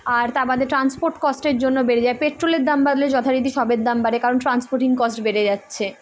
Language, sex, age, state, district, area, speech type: Bengali, female, 18-30, West Bengal, Kolkata, urban, spontaneous